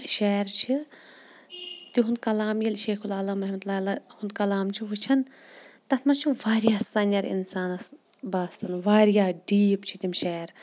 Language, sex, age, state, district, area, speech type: Kashmiri, female, 18-30, Jammu and Kashmir, Shopian, urban, spontaneous